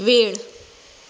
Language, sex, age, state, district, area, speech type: Goan Konkani, female, 30-45, Goa, Canacona, rural, read